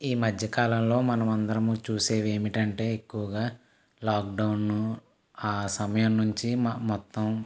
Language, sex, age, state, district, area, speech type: Telugu, male, 18-30, Andhra Pradesh, Konaseema, rural, spontaneous